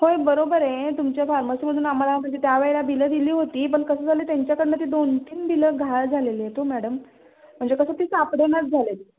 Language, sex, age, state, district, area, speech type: Marathi, female, 30-45, Maharashtra, Sangli, urban, conversation